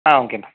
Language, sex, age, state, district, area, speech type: Tamil, male, 30-45, Tamil Nadu, Ariyalur, rural, conversation